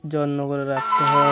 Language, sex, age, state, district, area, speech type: Bengali, male, 18-30, West Bengal, Uttar Dinajpur, urban, spontaneous